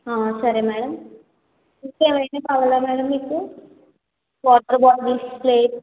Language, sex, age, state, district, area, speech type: Telugu, female, 18-30, Andhra Pradesh, Kakinada, urban, conversation